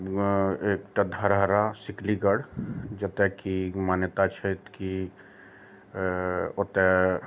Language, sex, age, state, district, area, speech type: Maithili, male, 45-60, Bihar, Araria, rural, spontaneous